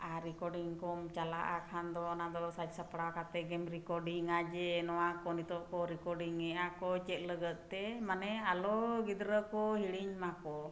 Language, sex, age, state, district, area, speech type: Santali, female, 45-60, Jharkhand, Bokaro, rural, spontaneous